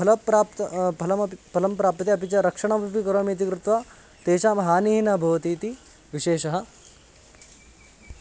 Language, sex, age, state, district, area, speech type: Sanskrit, male, 18-30, Karnataka, Haveri, urban, spontaneous